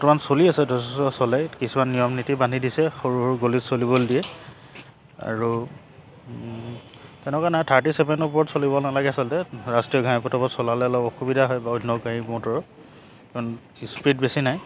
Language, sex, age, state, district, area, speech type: Assamese, male, 30-45, Assam, Charaideo, urban, spontaneous